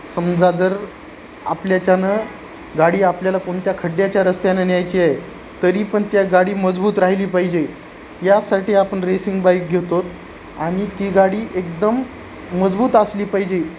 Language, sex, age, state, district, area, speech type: Marathi, male, 30-45, Maharashtra, Nanded, urban, spontaneous